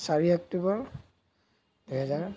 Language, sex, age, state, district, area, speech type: Assamese, male, 30-45, Assam, Biswanath, rural, spontaneous